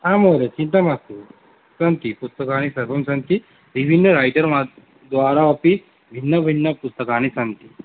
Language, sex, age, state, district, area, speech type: Sanskrit, male, 18-30, West Bengal, Cooch Behar, rural, conversation